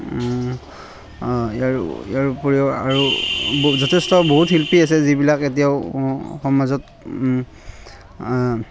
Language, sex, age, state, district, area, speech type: Assamese, male, 30-45, Assam, Barpeta, rural, spontaneous